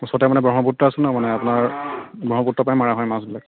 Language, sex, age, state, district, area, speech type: Assamese, male, 45-60, Assam, Darrang, rural, conversation